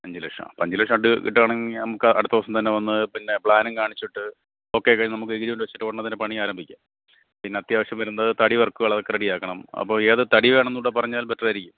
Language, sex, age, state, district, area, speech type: Malayalam, male, 30-45, Kerala, Thiruvananthapuram, urban, conversation